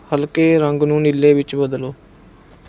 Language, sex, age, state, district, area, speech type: Punjabi, male, 18-30, Punjab, Mohali, rural, read